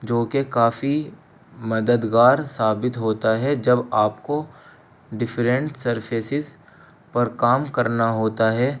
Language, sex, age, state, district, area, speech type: Urdu, male, 18-30, Delhi, North East Delhi, urban, spontaneous